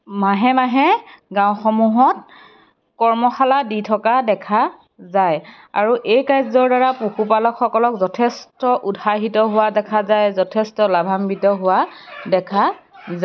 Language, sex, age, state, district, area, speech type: Assamese, female, 30-45, Assam, Golaghat, rural, spontaneous